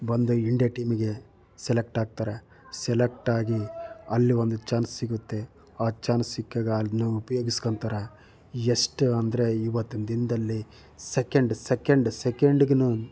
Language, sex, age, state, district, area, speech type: Kannada, male, 45-60, Karnataka, Chitradurga, rural, spontaneous